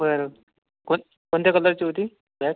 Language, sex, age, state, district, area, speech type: Marathi, male, 30-45, Maharashtra, Akola, urban, conversation